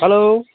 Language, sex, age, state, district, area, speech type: Nepali, male, 30-45, West Bengal, Alipurduar, urban, conversation